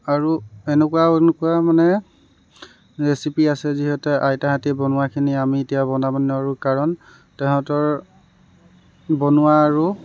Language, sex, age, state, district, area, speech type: Assamese, male, 18-30, Assam, Tinsukia, rural, spontaneous